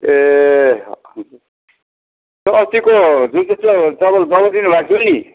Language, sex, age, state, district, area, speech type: Nepali, male, 60+, West Bengal, Darjeeling, rural, conversation